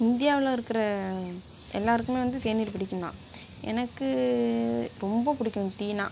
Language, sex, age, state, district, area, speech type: Tamil, female, 60+, Tamil Nadu, Sivaganga, rural, spontaneous